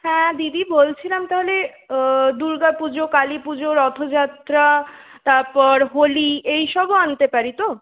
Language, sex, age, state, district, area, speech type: Bengali, female, 18-30, West Bengal, Purulia, urban, conversation